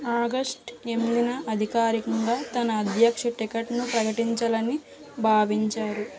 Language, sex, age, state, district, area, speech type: Telugu, female, 18-30, Andhra Pradesh, Anakapalli, rural, read